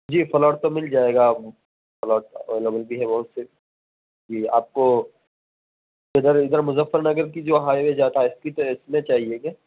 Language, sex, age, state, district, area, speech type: Urdu, male, 18-30, Uttar Pradesh, Saharanpur, urban, conversation